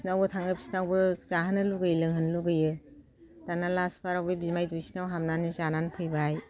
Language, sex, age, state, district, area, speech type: Bodo, female, 60+, Assam, Kokrajhar, urban, spontaneous